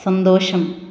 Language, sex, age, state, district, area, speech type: Malayalam, female, 30-45, Kerala, Kasaragod, rural, read